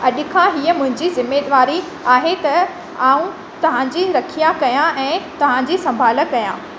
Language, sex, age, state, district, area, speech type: Sindhi, female, 30-45, Madhya Pradesh, Katni, urban, read